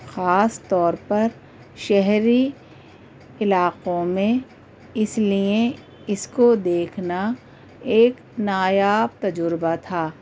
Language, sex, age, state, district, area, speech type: Urdu, female, 45-60, Delhi, North East Delhi, urban, spontaneous